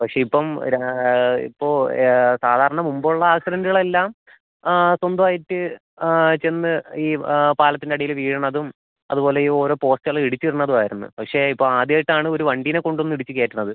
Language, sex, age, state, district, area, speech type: Malayalam, male, 18-30, Kerala, Kollam, rural, conversation